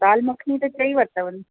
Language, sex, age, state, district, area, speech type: Sindhi, female, 30-45, Delhi, South Delhi, urban, conversation